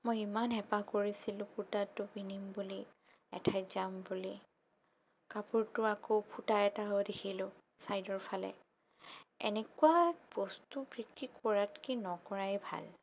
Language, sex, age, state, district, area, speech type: Assamese, female, 30-45, Assam, Sonitpur, rural, spontaneous